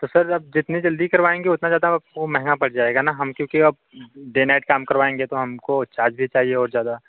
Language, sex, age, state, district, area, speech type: Hindi, male, 30-45, Uttar Pradesh, Bhadohi, rural, conversation